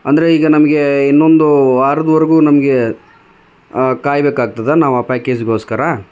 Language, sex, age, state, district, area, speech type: Kannada, male, 30-45, Karnataka, Vijayanagara, rural, spontaneous